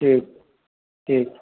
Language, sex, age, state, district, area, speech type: Hindi, male, 18-30, Bihar, Vaishali, urban, conversation